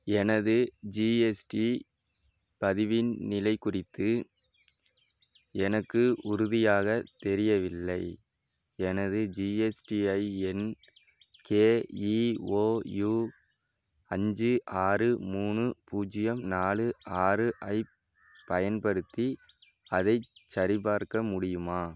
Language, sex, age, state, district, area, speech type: Tamil, male, 18-30, Tamil Nadu, Tiruchirappalli, rural, read